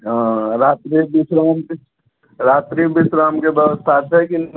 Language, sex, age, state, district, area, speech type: Maithili, male, 45-60, Bihar, Araria, rural, conversation